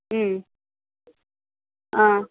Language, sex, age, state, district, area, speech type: Tamil, female, 30-45, Tamil Nadu, Pudukkottai, urban, conversation